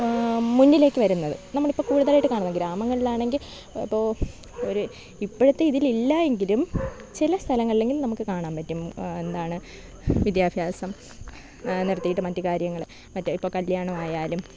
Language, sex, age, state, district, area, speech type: Malayalam, female, 18-30, Kerala, Thiruvananthapuram, rural, spontaneous